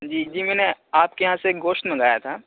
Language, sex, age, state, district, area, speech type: Urdu, male, 30-45, Uttar Pradesh, Muzaffarnagar, urban, conversation